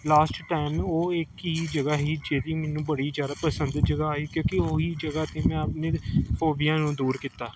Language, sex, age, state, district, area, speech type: Punjabi, male, 18-30, Punjab, Gurdaspur, urban, spontaneous